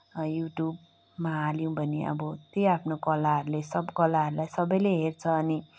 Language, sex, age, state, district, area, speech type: Nepali, female, 30-45, West Bengal, Kalimpong, rural, spontaneous